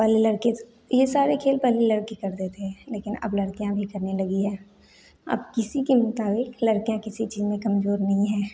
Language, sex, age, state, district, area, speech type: Hindi, female, 18-30, Bihar, Begusarai, rural, spontaneous